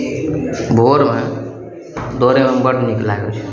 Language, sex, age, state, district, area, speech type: Maithili, male, 18-30, Bihar, Araria, rural, spontaneous